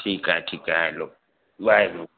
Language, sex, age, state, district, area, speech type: Sindhi, male, 30-45, Gujarat, Surat, urban, conversation